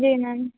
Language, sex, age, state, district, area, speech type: Hindi, female, 18-30, Uttar Pradesh, Sonbhadra, rural, conversation